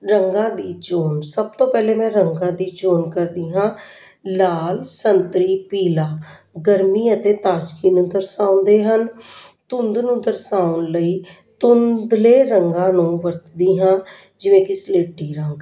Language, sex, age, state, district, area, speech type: Punjabi, female, 45-60, Punjab, Jalandhar, urban, spontaneous